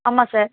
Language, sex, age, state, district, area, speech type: Tamil, female, 18-30, Tamil Nadu, Tirunelveli, rural, conversation